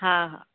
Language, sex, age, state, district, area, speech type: Sindhi, female, 30-45, Maharashtra, Thane, urban, conversation